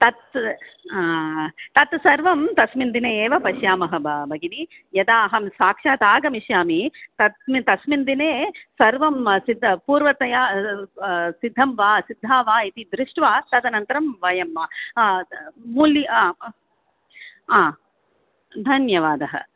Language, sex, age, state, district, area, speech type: Sanskrit, female, 45-60, Tamil Nadu, Chennai, urban, conversation